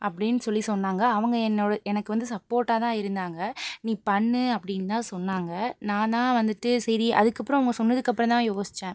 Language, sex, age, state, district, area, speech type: Tamil, female, 18-30, Tamil Nadu, Pudukkottai, rural, spontaneous